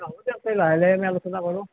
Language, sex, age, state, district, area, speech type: Assamese, male, 60+, Assam, Nalbari, rural, conversation